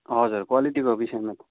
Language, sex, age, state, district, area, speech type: Nepali, male, 45-60, West Bengal, Darjeeling, rural, conversation